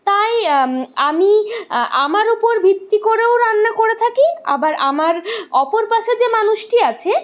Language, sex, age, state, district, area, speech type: Bengali, female, 30-45, West Bengal, Purulia, urban, spontaneous